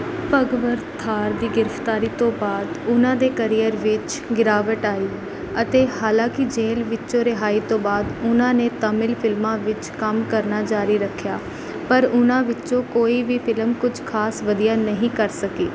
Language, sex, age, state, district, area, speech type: Punjabi, female, 18-30, Punjab, Rupnagar, rural, read